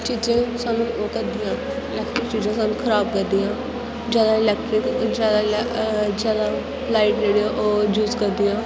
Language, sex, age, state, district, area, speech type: Dogri, female, 18-30, Jammu and Kashmir, Kathua, rural, spontaneous